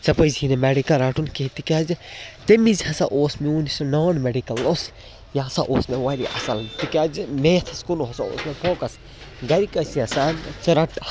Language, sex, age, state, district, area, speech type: Kashmiri, male, 18-30, Jammu and Kashmir, Baramulla, rural, spontaneous